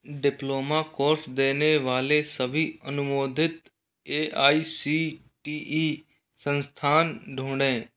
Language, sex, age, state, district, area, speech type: Hindi, male, 45-60, Rajasthan, Karauli, rural, read